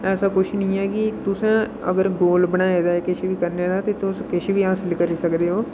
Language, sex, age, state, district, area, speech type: Dogri, male, 18-30, Jammu and Kashmir, Udhampur, rural, spontaneous